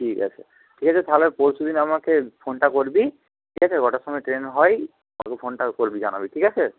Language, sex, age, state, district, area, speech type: Bengali, male, 45-60, West Bengal, Purba Medinipur, rural, conversation